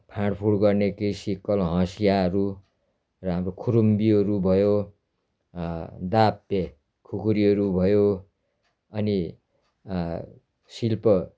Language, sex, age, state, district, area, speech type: Nepali, male, 60+, West Bengal, Darjeeling, rural, spontaneous